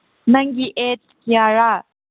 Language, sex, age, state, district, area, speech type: Manipuri, female, 18-30, Manipur, Senapati, urban, conversation